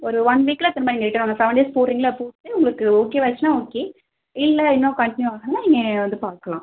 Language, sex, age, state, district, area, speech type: Tamil, female, 18-30, Tamil Nadu, Cuddalore, urban, conversation